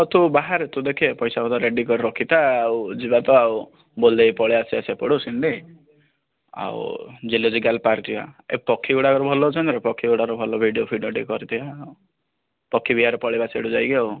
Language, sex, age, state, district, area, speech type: Odia, male, 18-30, Odisha, Kandhamal, rural, conversation